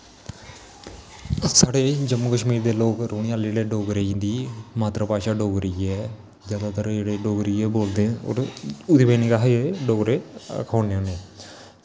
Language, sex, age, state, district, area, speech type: Dogri, male, 18-30, Jammu and Kashmir, Kathua, rural, spontaneous